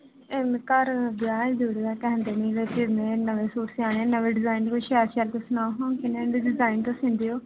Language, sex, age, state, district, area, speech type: Dogri, female, 18-30, Jammu and Kashmir, Reasi, rural, conversation